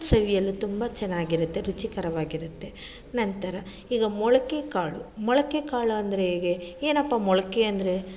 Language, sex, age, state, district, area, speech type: Kannada, female, 45-60, Karnataka, Mandya, rural, spontaneous